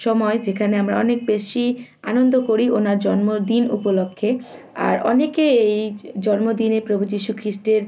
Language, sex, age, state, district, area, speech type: Bengali, female, 18-30, West Bengal, Malda, rural, spontaneous